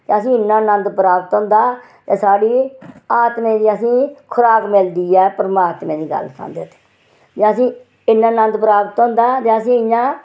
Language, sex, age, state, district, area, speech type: Dogri, female, 60+, Jammu and Kashmir, Reasi, rural, spontaneous